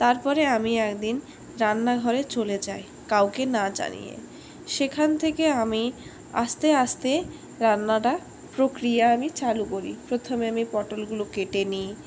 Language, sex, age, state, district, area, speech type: Bengali, female, 60+, West Bengal, Purulia, urban, spontaneous